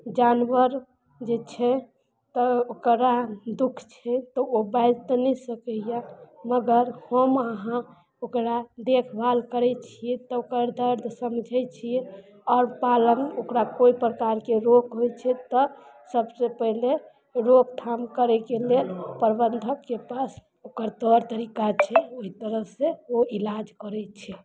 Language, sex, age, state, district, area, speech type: Maithili, female, 45-60, Bihar, Madhubani, rural, spontaneous